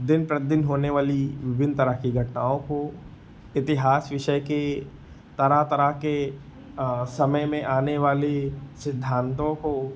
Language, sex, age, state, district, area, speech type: Hindi, male, 45-60, Uttar Pradesh, Lucknow, rural, spontaneous